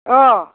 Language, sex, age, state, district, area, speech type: Bodo, female, 60+, Assam, Baksa, rural, conversation